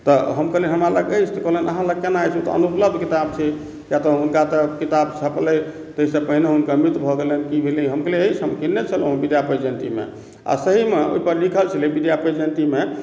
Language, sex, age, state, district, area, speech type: Maithili, male, 45-60, Bihar, Madhubani, urban, spontaneous